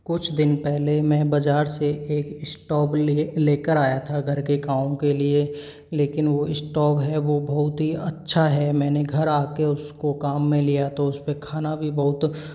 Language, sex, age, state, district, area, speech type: Hindi, male, 30-45, Rajasthan, Karauli, rural, spontaneous